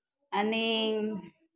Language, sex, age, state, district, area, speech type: Marathi, female, 30-45, Maharashtra, Wardha, rural, spontaneous